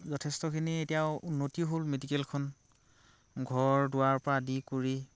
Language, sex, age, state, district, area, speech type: Assamese, male, 45-60, Assam, Dhemaji, rural, spontaneous